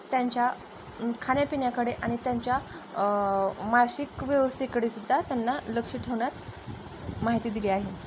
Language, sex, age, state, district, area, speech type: Marathi, female, 18-30, Maharashtra, Osmanabad, rural, spontaneous